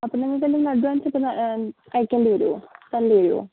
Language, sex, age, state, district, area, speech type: Malayalam, female, 30-45, Kerala, Kozhikode, urban, conversation